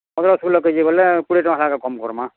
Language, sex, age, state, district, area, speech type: Odia, male, 45-60, Odisha, Bargarh, urban, conversation